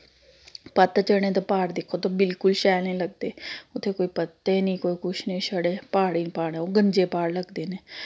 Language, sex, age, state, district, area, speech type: Dogri, female, 30-45, Jammu and Kashmir, Samba, urban, spontaneous